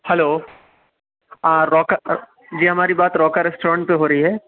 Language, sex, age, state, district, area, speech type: Urdu, male, 30-45, Uttar Pradesh, Lucknow, urban, conversation